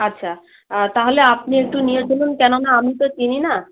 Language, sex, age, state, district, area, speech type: Bengali, female, 30-45, West Bengal, South 24 Parganas, rural, conversation